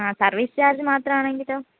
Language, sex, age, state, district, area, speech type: Malayalam, female, 30-45, Kerala, Thiruvananthapuram, urban, conversation